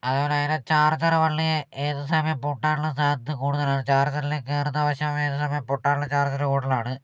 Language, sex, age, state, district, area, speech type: Malayalam, male, 18-30, Kerala, Wayanad, rural, spontaneous